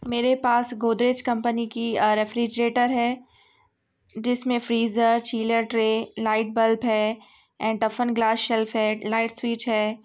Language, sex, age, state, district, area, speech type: Urdu, female, 18-30, Telangana, Hyderabad, urban, spontaneous